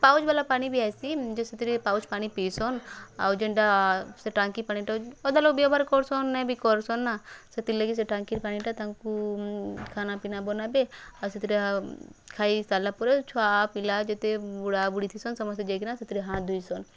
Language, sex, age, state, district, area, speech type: Odia, female, 18-30, Odisha, Bargarh, rural, spontaneous